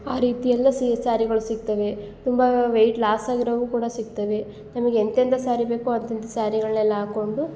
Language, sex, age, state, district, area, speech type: Kannada, female, 18-30, Karnataka, Hassan, rural, spontaneous